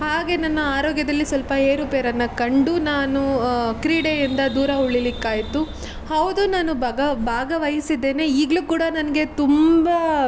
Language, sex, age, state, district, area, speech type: Kannada, female, 18-30, Karnataka, Tumkur, urban, spontaneous